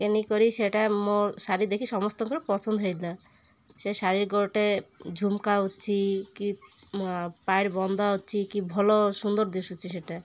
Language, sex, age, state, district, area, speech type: Odia, female, 30-45, Odisha, Malkangiri, urban, spontaneous